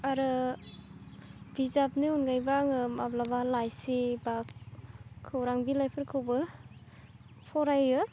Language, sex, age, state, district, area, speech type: Bodo, female, 18-30, Assam, Udalguri, rural, spontaneous